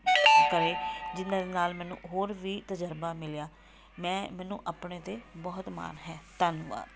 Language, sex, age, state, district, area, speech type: Punjabi, female, 45-60, Punjab, Tarn Taran, rural, spontaneous